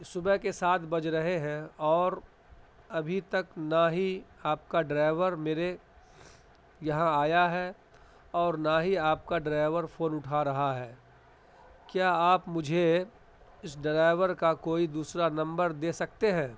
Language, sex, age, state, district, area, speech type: Urdu, male, 30-45, Delhi, Central Delhi, urban, spontaneous